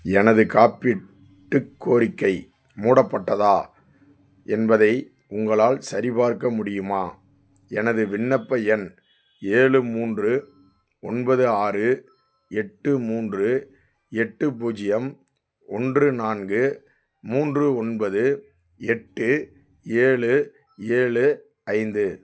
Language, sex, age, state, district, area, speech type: Tamil, male, 45-60, Tamil Nadu, Theni, rural, read